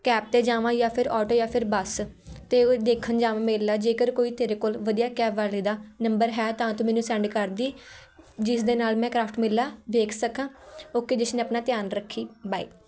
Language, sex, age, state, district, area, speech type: Punjabi, female, 18-30, Punjab, Patiala, urban, spontaneous